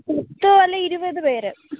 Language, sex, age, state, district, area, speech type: Malayalam, female, 18-30, Kerala, Alappuzha, rural, conversation